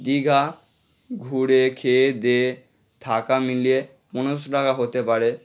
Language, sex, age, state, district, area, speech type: Bengali, male, 18-30, West Bengal, Howrah, urban, spontaneous